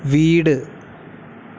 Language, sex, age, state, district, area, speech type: Malayalam, male, 18-30, Kerala, Malappuram, rural, read